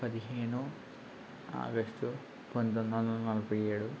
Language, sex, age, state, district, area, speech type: Telugu, male, 18-30, Andhra Pradesh, East Godavari, rural, spontaneous